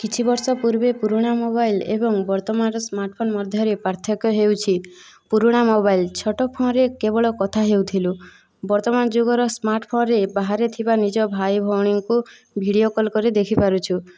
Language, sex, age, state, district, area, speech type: Odia, female, 18-30, Odisha, Boudh, rural, spontaneous